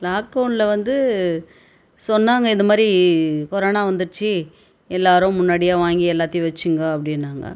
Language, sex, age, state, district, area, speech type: Tamil, female, 45-60, Tamil Nadu, Tiruvannamalai, rural, spontaneous